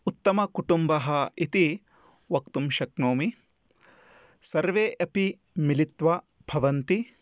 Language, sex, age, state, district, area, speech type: Sanskrit, male, 30-45, Karnataka, Bidar, urban, spontaneous